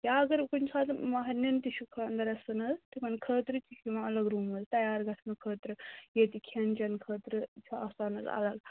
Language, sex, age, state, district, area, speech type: Kashmiri, male, 45-60, Jammu and Kashmir, Srinagar, urban, conversation